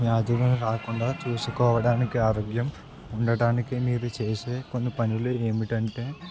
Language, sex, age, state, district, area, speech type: Telugu, male, 18-30, Andhra Pradesh, Anakapalli, rural, spontaneous